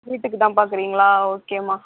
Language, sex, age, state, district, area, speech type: Tamil, female, 18-30, Tamil Nadu, Ariyalur, rural, conversation